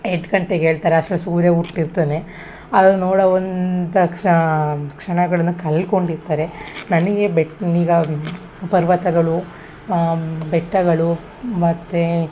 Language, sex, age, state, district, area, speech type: Kannada, female, 30-45, Karnataka, Hassan, urban, spontaneous